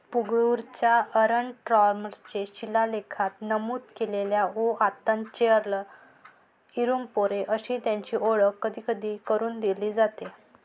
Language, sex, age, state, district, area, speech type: Marathi, female, 30-45, Maharashtra, Wardha, urban, read